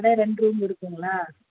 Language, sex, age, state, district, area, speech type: Tamil, female, 45-60, Tamil Nadu, Viluppuram, urban, conversation